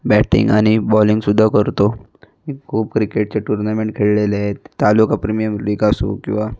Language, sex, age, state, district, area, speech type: Marathi, male, 18-30, Maharashtra, Raigad, rural, spontaneous